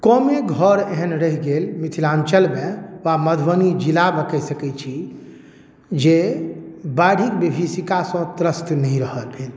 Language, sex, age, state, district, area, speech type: Maithili, male, 45-60, Bihar, Madhubani, urban, spontaneous